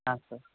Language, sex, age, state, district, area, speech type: Kannada, male, 18-30, Karnataka, Gadag, rural, conversation